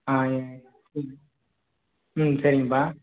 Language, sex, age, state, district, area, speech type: Tamil, male, 18-30, Tamil Nadu, Perambalur, rural, conversation